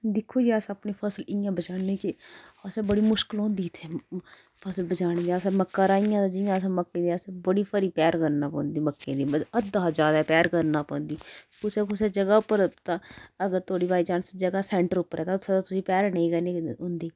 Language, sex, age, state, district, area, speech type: Dogri, female, 30-45, Jammu and Kashmir, Udhampur, rural, spontaneous